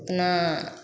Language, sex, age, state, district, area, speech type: Hindi, female, 30-45, Bihar, Samastipur, rural, spontaneous